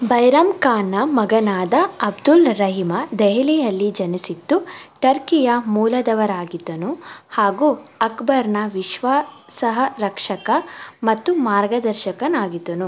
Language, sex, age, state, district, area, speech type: Kannada, female, 18-30, Karnataka, Davanagere, rural, read